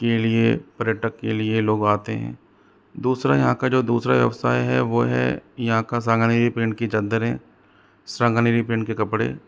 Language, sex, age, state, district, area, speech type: Hindi, male, 60+, Rajasthan, Jaipur, urban, spontaneous